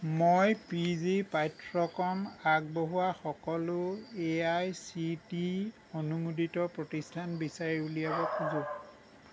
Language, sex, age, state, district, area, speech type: Assamese, male, 60+, Assam, Lakhimpur, rural, read